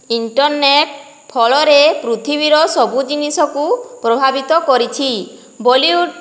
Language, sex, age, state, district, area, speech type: Odia, female, 45-60, Odisha, Boudh, rural, spontaneous